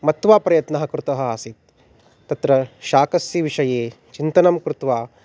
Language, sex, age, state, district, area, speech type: Sanskrit, male, 30-45, Maharashtra, Nagpur, urban, spontaneous